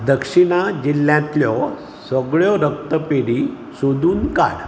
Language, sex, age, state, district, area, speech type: Goan Konkani, male, 60+, Goa, Bardez, urban, read